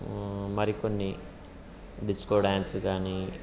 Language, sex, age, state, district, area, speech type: Telugu, male, 30-45, Telangana, Siddipet, rural, spontaneous